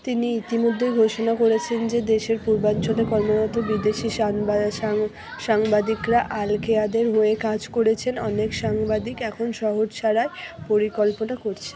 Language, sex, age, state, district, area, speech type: Bengali, female, 60+, West Bengal, Purba Bardhaman, rural, read